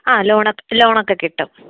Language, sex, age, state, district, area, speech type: Malayalam, female, 18-30, Kerala, Kozhikode, rural, conversation